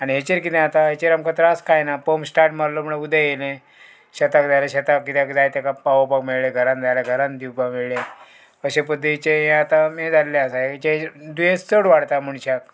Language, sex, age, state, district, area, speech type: Goan Konkani, male, 45-60, Goa, Murmgao, rural, spontaneous